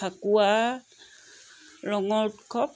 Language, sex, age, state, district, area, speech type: Assamese, female, 30-45, Assam, Jorhat, urban, spontaneous